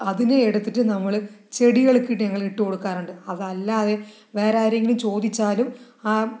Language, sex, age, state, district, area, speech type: Malayalam, female, 45-60, Kerala, Palakkad, rural, spontaneous